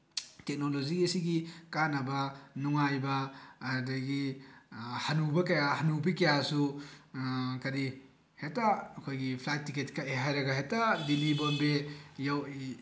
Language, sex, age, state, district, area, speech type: Manipuri, male, 18-30, Manipur, Bishnupur, rural, spontaneous